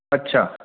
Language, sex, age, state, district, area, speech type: Hindi, male, 45-60, Rajasthan, Jodhpur, urban, conversation